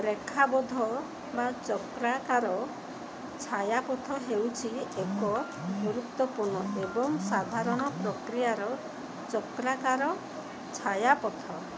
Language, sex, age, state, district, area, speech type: Odia, female, 30-45, Odisha, Sundergarh, urban, read